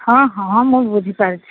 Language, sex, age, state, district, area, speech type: Odia, female, 45-60, Odisha, Sambalpur, rural, conversation